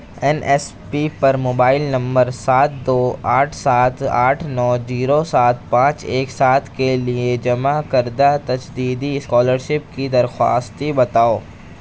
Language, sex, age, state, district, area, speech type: Urdu, male, 18-30, Delhi, East Delhi, urban, read